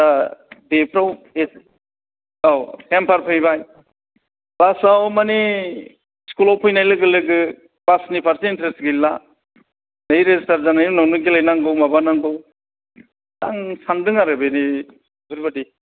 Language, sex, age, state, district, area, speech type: Bodo, male, 60+, Assam, Kokrajhar, rural, conversation